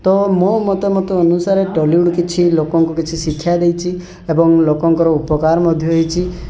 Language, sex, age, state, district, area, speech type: Odia, male, 30-45, Odisha, Rayagada, rural, spontaneous